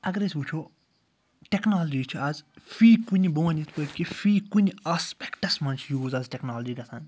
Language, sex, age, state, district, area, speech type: Kashmiri, male, 30-45, Jammu and Kashmir, Srinagar, urban, spontaneous